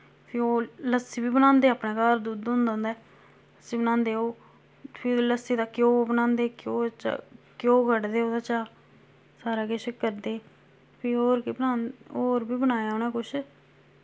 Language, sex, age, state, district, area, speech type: Dogri, female, 30-45, Jammu and Kashmir, Samba, rural, spontaneous